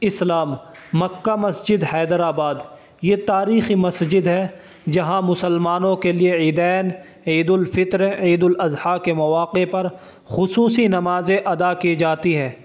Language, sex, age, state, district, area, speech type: Urdu, male, 18-30, Uttar Pradesh, Saharanpur, urban, spontaneous